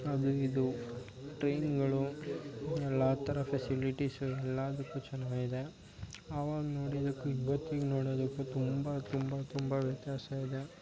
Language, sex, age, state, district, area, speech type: Kannada, male, 18-30, Karnataka, Mysore, rural, spontaneous